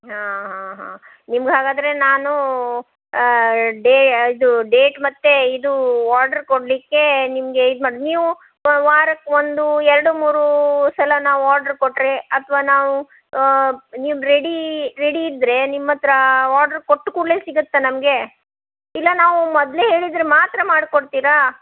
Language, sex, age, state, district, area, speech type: Kannada, female, 45-60, Karnataka, Shimoga, rural, conversation